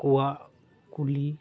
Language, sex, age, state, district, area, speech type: Santali, male, 18-30, West Bengal, Purba Bardhaman, rural, read